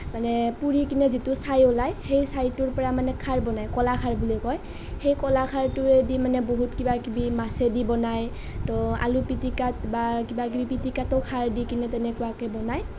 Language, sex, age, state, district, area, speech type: Assamese, female, 18-30, Assam, Nalbari, rural, spontaneous